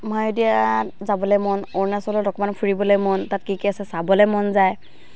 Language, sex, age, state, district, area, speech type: Assamese, female, 18-30, Assam, Dhemaji, urban, spontaneous